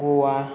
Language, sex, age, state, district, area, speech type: Bodo, male, 18-30, Assam, Chirang, rural, spontaneous